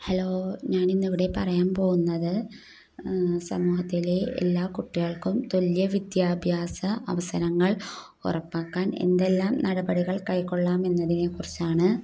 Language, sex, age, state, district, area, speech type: Malayalam, female, 30-45, Kerala, Kozhikode, rural, spontaneous